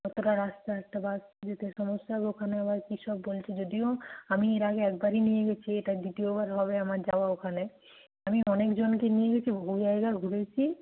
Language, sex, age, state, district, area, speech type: Bengali, female, 18-30, West Bengal, Nadia, rural, conversation